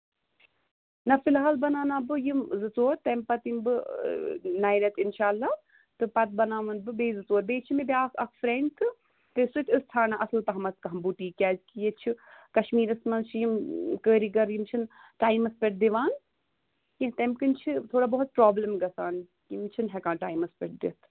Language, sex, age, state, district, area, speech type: Kashmiri, female, 18-30, Jammu and Kashmir, Budgam, urban, conversation